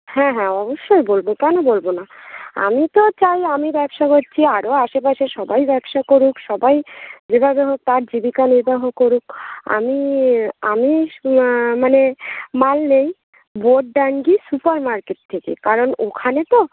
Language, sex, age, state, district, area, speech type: Bengali, female, 18-30, West Bengal, Uttar Dinajpur, urban, conversation